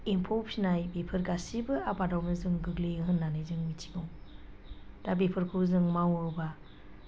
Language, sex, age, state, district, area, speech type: Bodo, female, 30-45, Assam, Chirang, rural, spontaneous